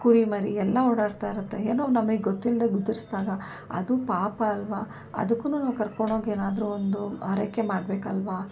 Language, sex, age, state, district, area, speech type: Kannada, female, 45-60, Karnataka, Mysore, rural, spontaneous